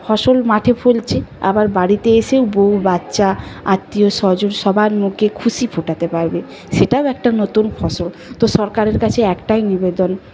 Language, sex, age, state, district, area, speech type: Bengali, female, 45-60, West Bengal, Nadia, rural, spontaneous